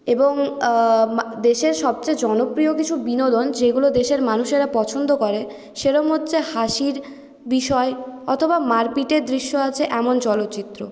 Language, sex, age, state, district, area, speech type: Bengali, female, 18-30, West Bengal, Purulia, urban, spontaneous